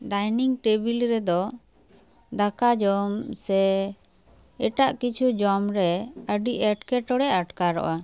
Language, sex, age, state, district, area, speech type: Santali, female, 30-45, West Bengal, Bankura, rural, spontaneous